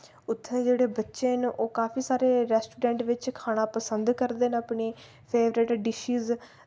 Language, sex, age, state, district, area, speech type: Dogri, female, 18-30, Jammu and Kashmir, Reasi, rural, spontaneous